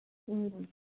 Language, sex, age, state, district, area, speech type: Manipuri, female, 30-45, Manipur, Imphal East, rural, conversation